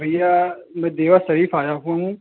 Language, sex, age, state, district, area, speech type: Hindi, male, 30-45, Uttar Pradesh, Hardoi, rural, conversation